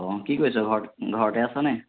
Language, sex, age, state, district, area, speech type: Assamese, male, 30-45, Assam, Golaghat, urban, conversation